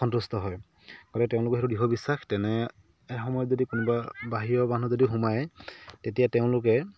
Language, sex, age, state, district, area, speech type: Assamese, male, 30-45, Assam, Dhemaji, rural, spontaneous